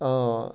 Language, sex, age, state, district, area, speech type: Kashmiri, male, 18-30, Jammu and Kashmir, Shopian, rural, spontaneous